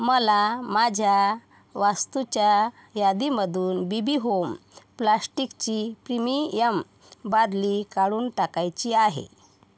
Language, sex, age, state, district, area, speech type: Marathi, female, 45-60, Maharashtra, Yavatmal, rural, read